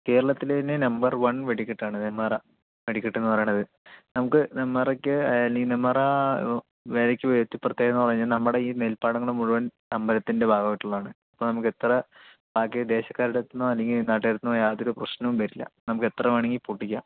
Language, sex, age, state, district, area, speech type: Malayalam, male, 18-30, Kerala, Palakkad, rural, conversation